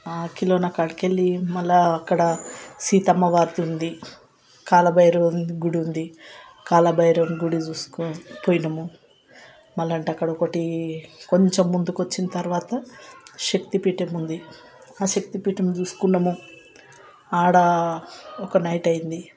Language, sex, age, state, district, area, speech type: Telugu, female, 60+, Telangana, Hyderabad, urban, spontaneous